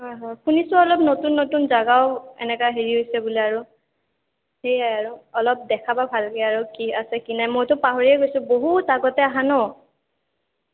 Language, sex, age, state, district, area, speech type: Assamese, female, 18-30, Assam, Sonitpur, rural, conversation